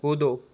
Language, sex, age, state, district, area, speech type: Hindi, male, 30-45, Madhya Pradesh, Betul, urban, read